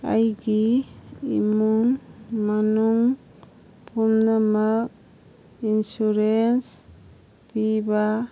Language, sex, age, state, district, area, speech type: Manipuri, female, 45-60, Manipur, Kangpokpi, urban, read